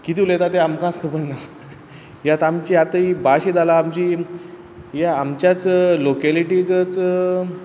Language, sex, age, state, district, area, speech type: Goan Konkani, male, 30-45, Goa, Quepem, rural, spontaneous